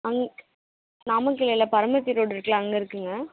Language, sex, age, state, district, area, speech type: Tamil, female, 18-30, Tamil Nadu, Namakkal, rural, conversation